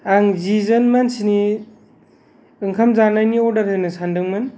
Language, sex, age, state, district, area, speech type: Bodo, male, 45-60, Assam, Kokrajhar, rural, spontaneous